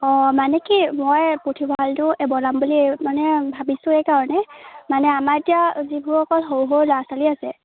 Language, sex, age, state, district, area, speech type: Assamese, female, 18-30, Assam, Lakhimpur, rural, conversation